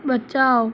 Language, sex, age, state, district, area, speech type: Hindi, female, 18-30, Rajasthan, Jodhpur, urban, read